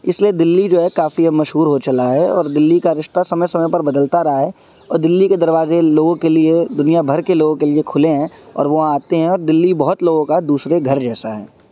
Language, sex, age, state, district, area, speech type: Urdu, male, 18-30, Delhi, Central Delhi, urban, spontaneous